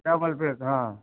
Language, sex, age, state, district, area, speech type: Hindi, male, 60+, Uttar Pradesh, Ayodhya, rural, conversation